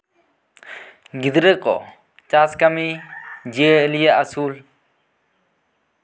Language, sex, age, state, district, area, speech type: Santali, male, 18-30, West Bengal, Bankura, rural, spontaneous